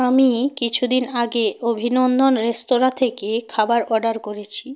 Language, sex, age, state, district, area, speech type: Bengali, female, 30-45, West Bengal, North 24 Parganas, rural, spontaneous